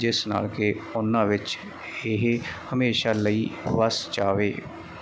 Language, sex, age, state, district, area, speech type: Punjabi, male, 30-45, Punjab, Mansa, rural, spontaneous